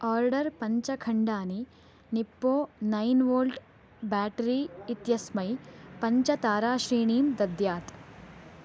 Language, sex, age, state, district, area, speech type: Sanskrit, female, 18-30, Karnataka, Chikkamagaluru, urban, read